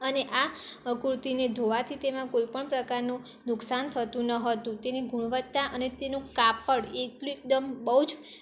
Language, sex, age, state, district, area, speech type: Gujarati, female, 18-30, Gujarat, Mehsana, rural, spontaneous